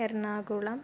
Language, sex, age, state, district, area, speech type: Malayalam, female, 18-30, Kerala, Thiruvananthapuram, rural, spontaneous